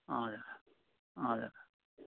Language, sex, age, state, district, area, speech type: Nepali, male, 60+, West Bengal, Kalimpong, rural, conversation